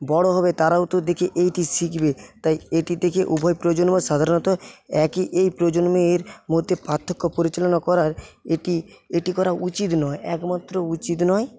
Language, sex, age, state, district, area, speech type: Bengali, male, 45-60, West Bengal, Paschim Medinipur, rural, spontaneous